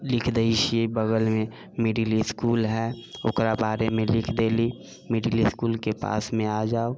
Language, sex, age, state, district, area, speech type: Maithili, male, 45-60, Bihar, Sitamarhi, rural, spontaneous